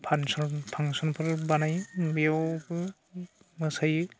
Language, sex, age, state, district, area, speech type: Bodo, male, 18-30, Assam, Baksa, rural, spontaneous